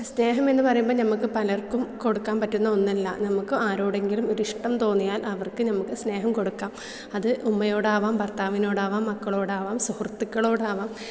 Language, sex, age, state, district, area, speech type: Malayalam, female, 18-30, Kerala, Malappuram, rural, spontaneous